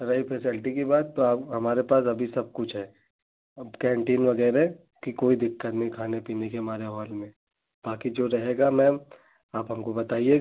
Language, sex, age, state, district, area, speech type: Hindi, male, 18-30, Uttar Pradesh, Pratapgarh, rural, conversation